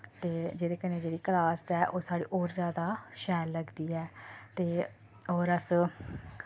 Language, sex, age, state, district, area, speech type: Dogri, female, 30-45, Jammu and Kashmir, Samba, urban, spontaneous